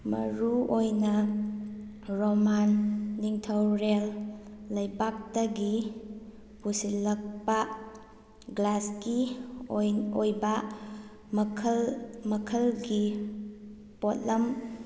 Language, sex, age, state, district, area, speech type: Manipuri, female, 18-30, Manipur, Kakching, rural, read